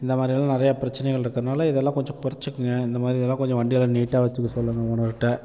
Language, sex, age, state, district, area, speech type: Tamil, male, 45-60, Tamil Nadu, Namakkal, rural, spontaneous